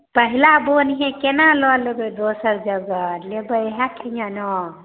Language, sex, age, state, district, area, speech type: Maithili, female, 18-30, Bihar, Samastipur, rural, conversation